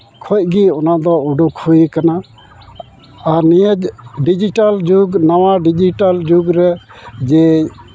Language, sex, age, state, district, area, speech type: Santali, male, 60+, West Bengal, Malda, rural, spontaneous